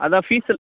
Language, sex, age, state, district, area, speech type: Tamil, male, 30-45, Tamil Nadu, Tiruchirappalli, rural, conversation